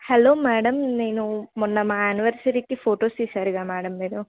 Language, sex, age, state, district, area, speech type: Telugu, female, 18-30, Telangana, Hanamkonda, rural, conversation